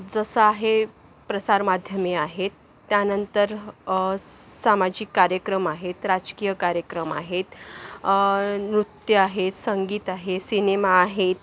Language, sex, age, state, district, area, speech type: Marathi, female, 60+, Maharashtra, Akola, urban, spontaneous